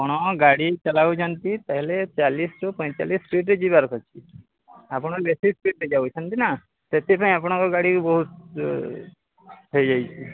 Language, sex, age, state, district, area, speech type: Odia, male, 30-45, Odisha, Balangir, urban, conversation